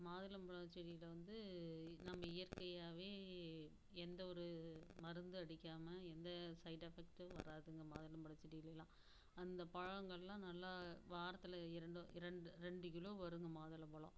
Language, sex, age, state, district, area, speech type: Tamil, female, 45-60, Tamil Nadu, Namakkal, rural, spontaneous